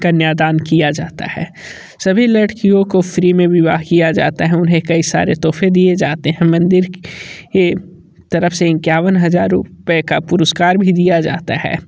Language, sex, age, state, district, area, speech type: Hindi, male, 60+, Uttar Pradesh, Sonbhadra, rural, spontaneous